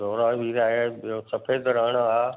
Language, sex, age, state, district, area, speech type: Sindhi, male, 60+, Gujarat, Kutch, urban, conversation